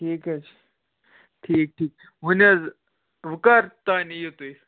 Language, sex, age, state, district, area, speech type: Kashmiri, male, 18-30, Jammu and Kashmir, Kupwara, rural, conversation